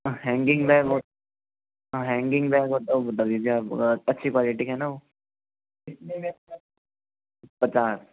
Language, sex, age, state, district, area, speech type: Hindi, male, 18-30, Rajasthan, Jaipur, urban, conversation